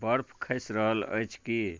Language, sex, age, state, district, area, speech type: Maithili, male, 45-60, Bihar, Madhubani, rural, read